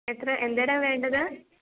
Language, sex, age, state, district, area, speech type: Malayalam, female, 18-30, Kerala, Kottayam, rural, conversation